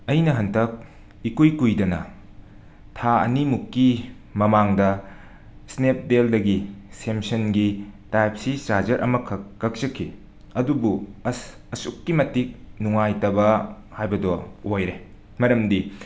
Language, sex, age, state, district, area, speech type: Manipuri, male, 45-60, Manipur, Imphal West, urban, spontaneous